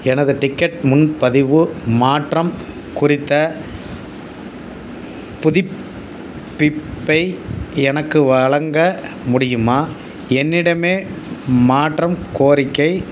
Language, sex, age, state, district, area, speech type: Tamil, male, 60+, Tamil Nadu, Tiruchirappalli, rural, read